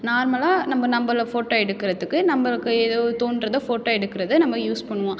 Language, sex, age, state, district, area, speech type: Tamil, female, 18-30, Tamil Nadu, Tiruchirappalli, rural, spontaneous